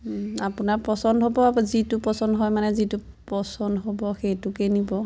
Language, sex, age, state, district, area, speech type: Assamese, female, 30-45, Assam, Majuli, urban, spontaneous